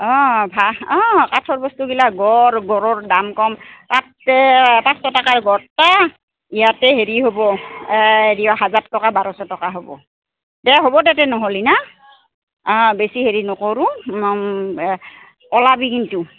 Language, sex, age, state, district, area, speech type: Assamese, female, 45-60, Assam, Goalpara, urban, conversation